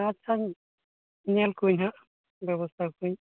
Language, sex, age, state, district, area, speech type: Santali, male, 18-30, West Bengal, Uttar Dinajpur, rural, conversation